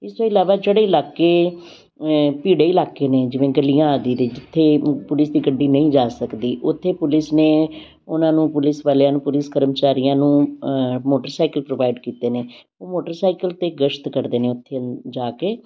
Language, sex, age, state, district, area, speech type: Punjabi, female, 60+, Punjab, Amritsar, urban, spontaneous